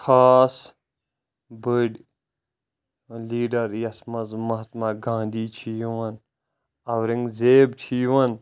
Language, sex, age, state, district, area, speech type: Kashmiri, male, 30-45, Jammu and Kashmir, Kulgam, rural, spontaneous